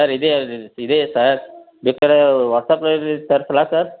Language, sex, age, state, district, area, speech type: Kannada, male, 30-45, Karnataka, Belgaum, rural, conversation